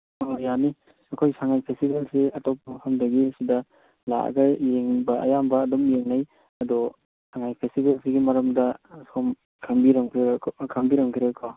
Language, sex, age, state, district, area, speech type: Manipuri, male, 30-45, Manipur, Kakching, rural, conversation